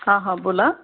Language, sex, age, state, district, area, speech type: Marathi, female, 45-60, Maharashtra, Akola, urban, conversation